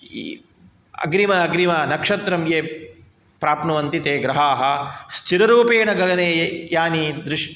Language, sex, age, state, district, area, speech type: Sanskrit, male, 45-60, Karnataka, Udupi, urban, spontaneous